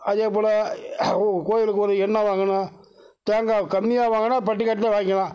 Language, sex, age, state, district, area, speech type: Tamil, male, 60+, Tamil Nadu, Mayiladuthurai, urban, spontaneous